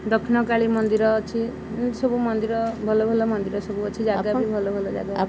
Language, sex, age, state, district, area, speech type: Odia, female, 30-45, Odisha, Nayagarh, rural, spontaneous